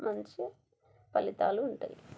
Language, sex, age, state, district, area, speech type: Telugu, female, 30-45, Telangana, Warangal, rural, spontaneous